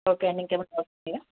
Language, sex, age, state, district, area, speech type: Telugu, female, 30-45, Telangana, Medchal, urban, conversation